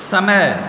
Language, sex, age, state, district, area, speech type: Maithili, male, 45-60, Bihar, Supaul, urban, read